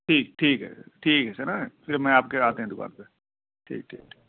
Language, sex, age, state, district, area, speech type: Urdu, male, 18-30, Delhi, East Delhi, urban, conversation